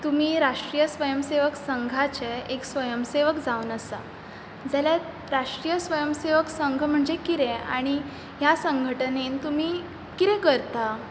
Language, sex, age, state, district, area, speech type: Goan Konkani, male, 30-45, Goa, Bardez, urban, spontaneous